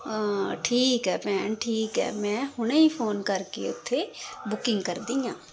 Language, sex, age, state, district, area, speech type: Punjabi, female, 45-60, Punjab, Tarn Taran, urban, spontaneous